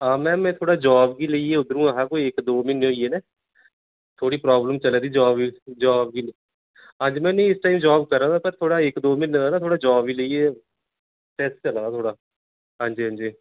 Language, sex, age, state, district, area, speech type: Dogri, male, 30-45, Jammu and Kashmir, Reasi, urban, conversation